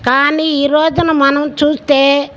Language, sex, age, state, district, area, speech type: Telugu, female, 60+, Andhra Pradesh, Guntur, rural, spontaneous